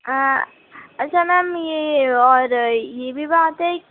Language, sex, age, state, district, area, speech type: Urdu, female, 30-45, Delhi, Central Delhi, rural, conversation